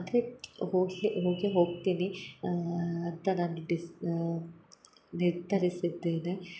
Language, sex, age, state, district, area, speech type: Kannada, female, 18-30, Karnataka, Hassan, urban, spontaneous